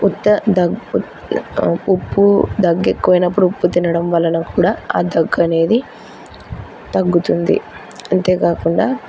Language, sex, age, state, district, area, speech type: Telugu, female, 18-30, Andhra Pradesh, Kurnool, rural, spontaneous